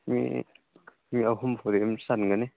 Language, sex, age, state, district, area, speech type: Manipuri, male, 45-60, Manipur, Churachandpur, rural, conversation